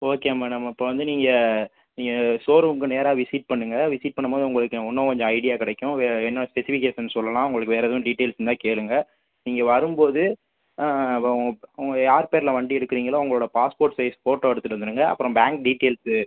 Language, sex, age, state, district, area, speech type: Tamil, male, 30-45, Tamil Nadu, Pudukkottai, rural, conversation